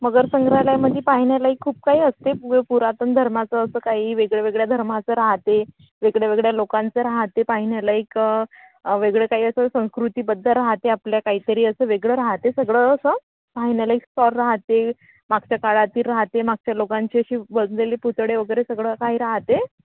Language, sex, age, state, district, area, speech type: Marathi, female, 30-45, Maharashtra, Wardha, rural, conversation